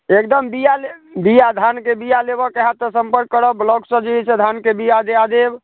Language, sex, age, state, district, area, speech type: Maithili, male, 30-45, Bihar, Muzaffarpur, rural, conversation